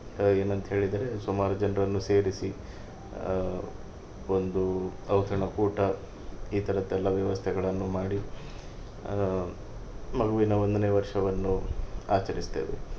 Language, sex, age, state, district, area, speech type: Kannada, male, 30-45, Karnataka, Udupi, urban, spontaneous